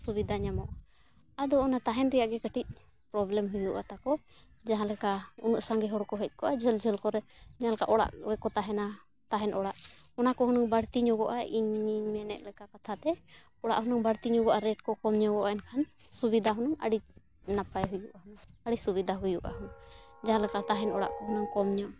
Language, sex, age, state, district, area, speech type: Santali, female, 30-45, Jharkhand, Bokaro, rural, spontaneous